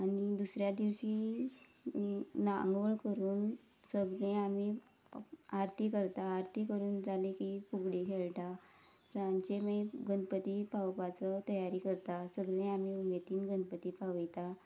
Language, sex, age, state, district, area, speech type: Goan Konkani, female, 30-45, Goa, Quepem, rural, spontaneous